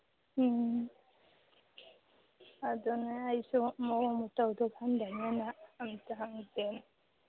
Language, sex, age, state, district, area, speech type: Manipuri, female, 30-45, Manipur, Churachandpur, rural, conversation